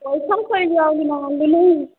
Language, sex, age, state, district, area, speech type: Odia, female, 60+, Odisha, Boudh, rural, conversation